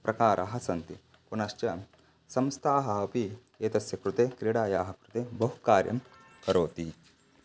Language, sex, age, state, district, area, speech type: Sanskrit, male, 18-30, Karnataka, Bagalkot, rural, spontaneous